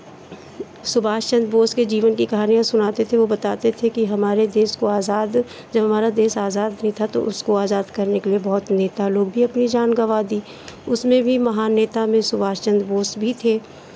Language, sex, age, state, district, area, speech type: Hindi, female, 30-45, Uttar Pradesh, Chandauli, rural, spontaneous